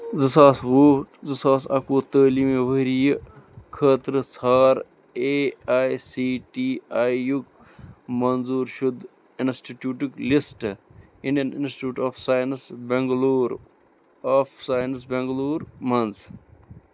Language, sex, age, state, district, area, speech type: Kashmiri, male, 30-45, Jammu and Kashmir, Bandipora, rural, read